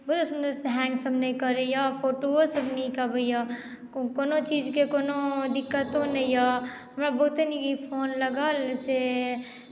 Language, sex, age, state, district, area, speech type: Maithili, female, 18-30, Bihar, Madhubani, rural, spontaneous